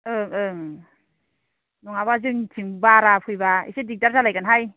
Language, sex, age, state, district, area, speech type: Bodo, female, 60+, Assam, Udalguri, rural, conversation